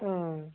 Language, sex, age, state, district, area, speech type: Tamil, female, 60+, Tamil Nadu, Viluppuram, rural, conversation